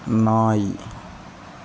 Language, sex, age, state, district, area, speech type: Tamil, male, 18-30, Tamil Nadu, Mayiladuthurai, urban, read